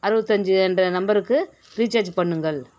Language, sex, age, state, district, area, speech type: Tamil, female, 60+, Tamil Nadu, Viluppuram, rural, spontaneous